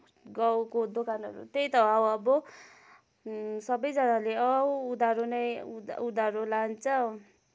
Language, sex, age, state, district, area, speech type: Nepali, female, 18-30, West Bengal, Kalimpong, rural, spontaneous